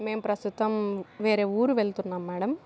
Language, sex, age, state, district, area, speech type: Telugu, female, 30-45, Andhra Pradesh, Kadapa, rural, spontaneous